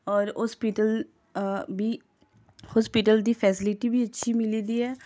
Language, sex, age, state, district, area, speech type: Dogri, female, 30-45, Jammu and Kashmir, Udhampur, urban, spontaneous